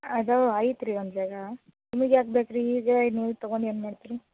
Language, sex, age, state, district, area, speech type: Kannada, female, 30-45, Karnataka, Dharwad, urban, conversation